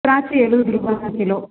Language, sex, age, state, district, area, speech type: Tamil, female, 45-60, Tamil Nadu, Perambalur, urban, conversation